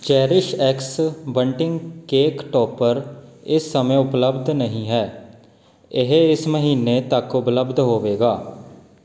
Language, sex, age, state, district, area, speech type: Punjabi, male, 18-30, Punjab, Patiala, urban, read